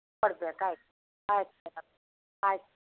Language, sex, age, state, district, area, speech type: Kannada, female, 60+, Karnataka, Udupi, urban, conversation